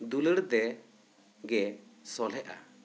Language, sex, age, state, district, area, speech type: Santali, male, 30-45, West Bengal, Bankura, rural, spontaneous